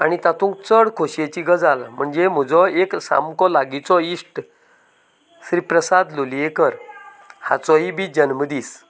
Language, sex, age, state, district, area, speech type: Goan Konkani, male, 45-60, Goa, Canacona, rural, spontaneous